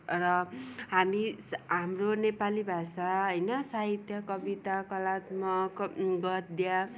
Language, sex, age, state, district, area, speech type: Nepali, female, 45-60, West Bengal, Darjeeling, rural, spontaneous